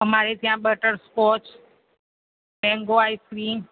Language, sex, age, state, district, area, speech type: Gujarati, female, 30-45, Gujarat, Aravalli, urban, conversation